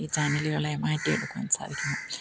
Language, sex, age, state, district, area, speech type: Malayalam, female, 45-60, Kerala, Kottayam, rural, spontaneous